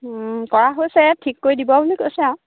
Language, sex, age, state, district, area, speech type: Assamese, female, 30-45, Assam, Sivasagar, rural, conversation